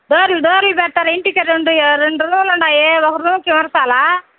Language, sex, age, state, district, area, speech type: Telugu, female, 60+, Andhra Pradesh, Nellore, rural, conversation